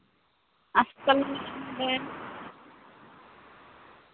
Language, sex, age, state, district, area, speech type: Santali, female, 30-45, Jharkhand, Seraikela Kharsawan, rural, conversation